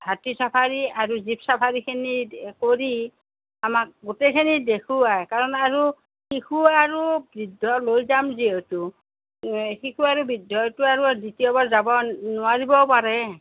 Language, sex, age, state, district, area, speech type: Assamese, female, 45-60, Assam, Kamrup Metropolitan, urban, conversation